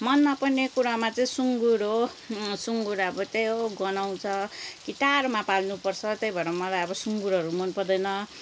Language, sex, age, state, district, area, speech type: Nepali, female, 30-45, West Bengal, Kalimpong, rural, spontaneous